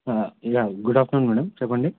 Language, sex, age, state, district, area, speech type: Telugu, male, 18-30, Andhra Pradesh, Anantapur, urban, conversation